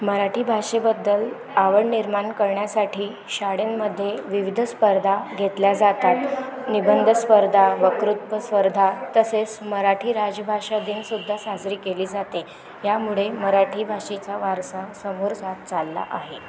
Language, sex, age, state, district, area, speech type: Marathi, female, 18-30, Maharashtra, Washim, rural, spontaneous